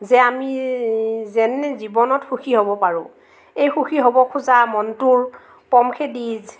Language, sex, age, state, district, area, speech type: Assamese, female, 45-60, Assam, Morigaon, rural, spontaneous